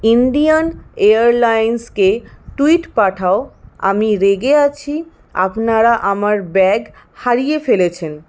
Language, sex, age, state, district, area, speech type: Bengali, female, 60+, West Bengal, Paschim Bardhaman, rural, read